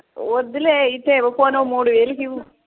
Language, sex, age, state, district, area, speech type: Telugu, female, 30-45, Andhra Pradesh, Guntur, urban, conversation